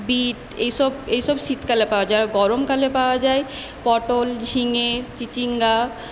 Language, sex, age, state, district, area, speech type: Bengali, female, 18-30, West Bengal, Paschim Medinipur, rural, spontaneous